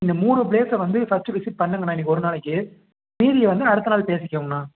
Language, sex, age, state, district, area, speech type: Tamil, male, 30-45, Tamil Nadu, Salem, rural, conversation